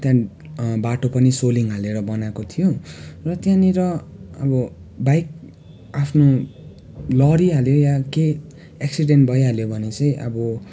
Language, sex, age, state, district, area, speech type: Nepali, male, 18-30, West Bengal, Darjeeling, rural, spontaneous